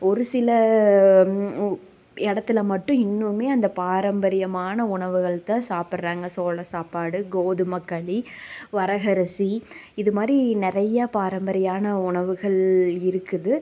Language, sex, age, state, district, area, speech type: Tamil, female, 18-30, Tamil Nadu, Tiruppur, rural, spontaneous